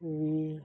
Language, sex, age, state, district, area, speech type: Punjabi, female, 60+, Punjab, Fazilka, rural, read